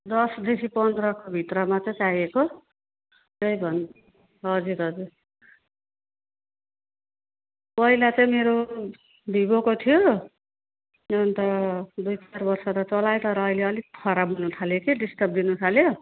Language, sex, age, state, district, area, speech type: Nepali, female, 45-60, West Bengal, Darjeeling, rural, conversation